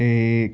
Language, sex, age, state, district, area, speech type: Urdu, male, 18-30, Delhi, South Delhi, urban, read